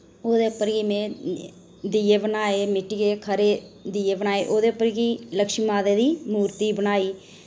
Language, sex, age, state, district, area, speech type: Dogri, female, 30-45, Jammu and Kashmir, Reasi, rural, spontaneous